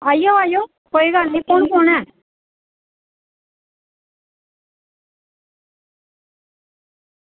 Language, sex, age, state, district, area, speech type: Dogri, female, 45-60, Jammu and Kashmir, Samba, rural, conversation